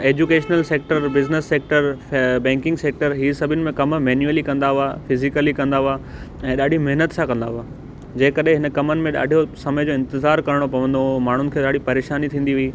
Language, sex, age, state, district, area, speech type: Sindhi, male, 18-30, Gujarat, Kutch, urban, spontaneous